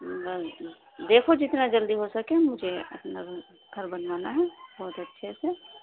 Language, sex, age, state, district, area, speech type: Urdu, female, 30-45, Uttar Pradesh, Ghaziabad, urban, conversation